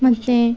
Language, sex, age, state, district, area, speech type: Kannada, female, 30-45, Karnataka, Vijayanagara, rural, spontaneous